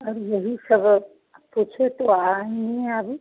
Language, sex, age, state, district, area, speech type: Hindi, female, 60+, Bihar, Begusarai, rural, conversation